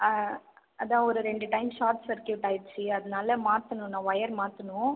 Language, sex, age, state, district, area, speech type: Tamil, female, 18-30, Tamil Nadu, Viluppuram, urban, conversation